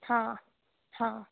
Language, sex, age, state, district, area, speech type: Hindi, female, 18-30, Madhya Pradesh, Betul, rural, conversation